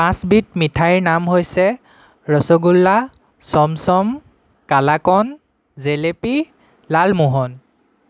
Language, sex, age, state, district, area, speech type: Assamese, male, 18-30, Assam, Golaghat, rural, spontaneous